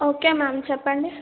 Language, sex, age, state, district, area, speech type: Telugu, female, 18-30, Telangana, Mahbubnagar, urban, conversation